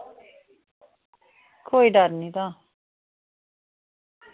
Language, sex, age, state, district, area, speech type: Dogri, female, 45-60, Jammu and Kashmir, Udhampur, rural, conversation